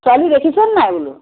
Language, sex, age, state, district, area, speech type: Assamese, female, 45-60, Assam, Biswanath, rural, conversation